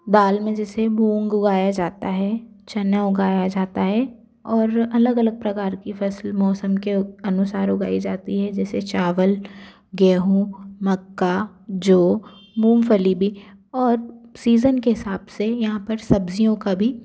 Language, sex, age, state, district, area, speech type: Hindi, female, 18-30, Madhya Pradesh, Bhopal, urban, spontaneous